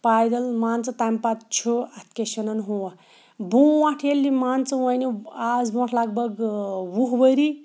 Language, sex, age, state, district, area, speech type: Kashmiri, female, 45-60, Jammu and Kashmir, Shopian, rural, spontaneous